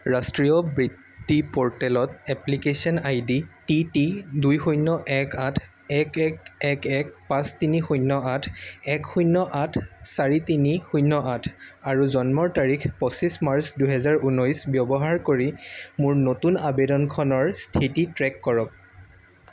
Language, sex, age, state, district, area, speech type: Assamese, male, 18-30, Assam, Jorhat, urban, read